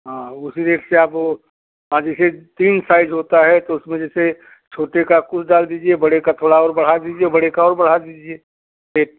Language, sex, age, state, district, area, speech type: Hindi, male, 45-60, Uttar Pradesh, Prayagraj, rural, conversation